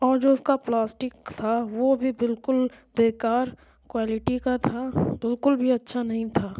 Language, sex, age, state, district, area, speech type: Urdu, female, 60+, Uttar Pradesh, Lucknow, rural, spontaneous